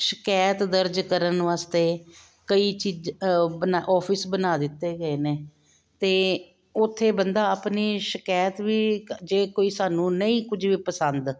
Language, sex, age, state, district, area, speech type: Punjabi, female, 45-60, Punjab, Jalandhar, urban, spontaneous